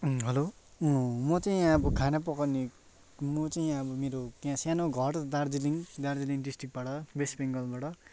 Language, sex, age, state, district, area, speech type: Nepali, male, 18-30, West Bengal, Darjeeling, urban, spontaneous